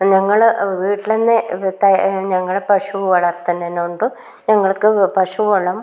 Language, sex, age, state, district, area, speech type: Malayalam, female, 45-60, Kerala, Kasaragod, rural, spontaneous